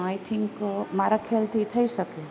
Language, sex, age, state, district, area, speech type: Gujarati, female, 30-45, Gujarat, Rajkot, rural, spontaneous